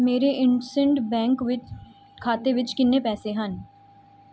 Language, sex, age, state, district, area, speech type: Punjabi, female, 18-30, Punjab, Mansa, urban, read